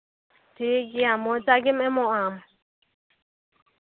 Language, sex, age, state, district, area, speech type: Santali, female, 30-45, West Bengal, Malda, rural, conversation